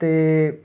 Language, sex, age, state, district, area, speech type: Punjabi, male, 18-30, Punjab, Ludhiana, urban, spontaneous